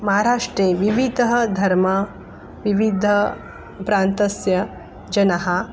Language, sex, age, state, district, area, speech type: Sanskrit, female, 45-60, Maharashtra, Nagpur, urban, spontaneous